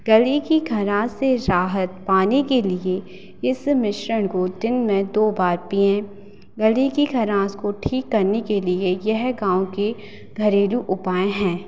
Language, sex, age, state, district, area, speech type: Hindi, female, 18-30, Madhya Pradesh, Hoshangabad, rural, spontaneous